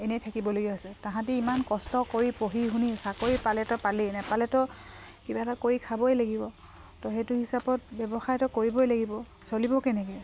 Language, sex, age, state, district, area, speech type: Assamese, female, 45-60, Assam, Dibrugarh, rural, spontaneous